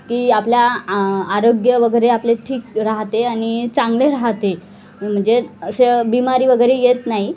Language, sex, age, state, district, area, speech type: Marathi, female, 30-45, Maharashtra, Wardha, rural, spontaneous